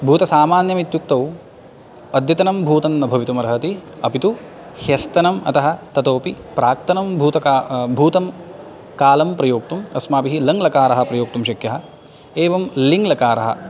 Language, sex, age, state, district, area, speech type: Sanskrit, male, 18-30, Karnataka, Uttara Kannada, urban, spontaneous